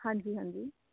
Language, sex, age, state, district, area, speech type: Punjabi, female, 30-45, Punjab, Shaheed Bhagat Singh Nagar, urban, conversation